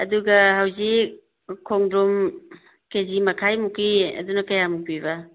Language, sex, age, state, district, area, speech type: Manipuri, female, 45-60, Manipur, Imphal East, rural, conversation